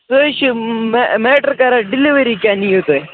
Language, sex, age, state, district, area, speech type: Kashmiri, male, 18-30, Jammu and Kashmir, Kupwara, rural, conversation